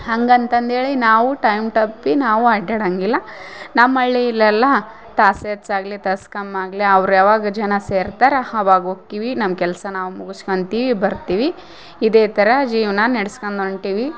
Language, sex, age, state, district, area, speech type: Kannada, female, 18-30, Karnataka, Koppal, rural, spontaneous